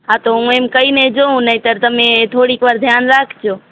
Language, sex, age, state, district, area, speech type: Gujarati, female, 45-60, Gujarat, Morbi, rural, conversation